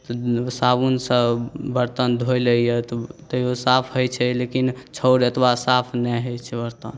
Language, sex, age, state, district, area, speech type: Maithili, male, 18-30, Bihar, Saharsa, rural, spontaneous